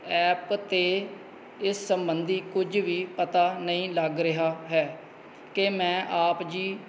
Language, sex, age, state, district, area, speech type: Punjabi, male, 30-45, Punjab, Kapurthala, rural, spontaneous